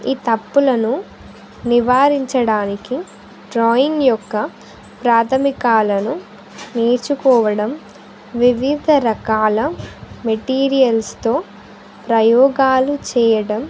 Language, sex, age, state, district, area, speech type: Telugu, female, 18-30, Andhra Pradesh, Sri Satya Sai, urban, spontaneous